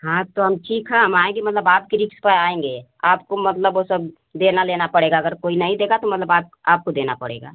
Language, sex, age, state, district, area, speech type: Hindi, female, 30-45, Uttar Pradesh, Ghazipur, rural, conversation